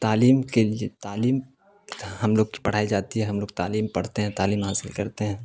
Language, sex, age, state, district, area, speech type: Urdu, male, 18-30, Bihar, Khagaria, rural, spontaneous